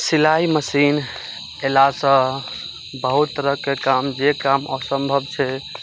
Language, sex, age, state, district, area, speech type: Maithili, male, 18-30, Bihar, Madhubani, rural, spontaneous